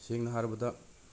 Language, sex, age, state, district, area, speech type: Manipuri, male, 30-45, Manipur, Bishnupur, rural, spontaneous